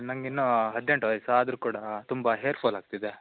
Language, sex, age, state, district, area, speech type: Kannada, male, 18-30, Karnataka, Shimoga, rural, conversation